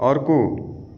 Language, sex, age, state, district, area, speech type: Nepali, male, 45-60, West Bengal, Darjeeling, rural, read